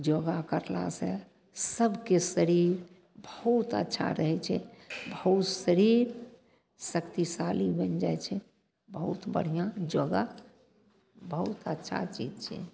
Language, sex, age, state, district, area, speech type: Maithili, female, 60+, Bihar, Madhepura, urban, spontaneous